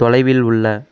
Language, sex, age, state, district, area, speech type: Tamil, male, 18-30, Tamil Nadu, Kallakurichi, urban, read